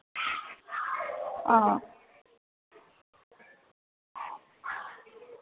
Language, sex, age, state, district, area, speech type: Assamese, female, 30-45, Assam, Dibrugarh, urban, conversation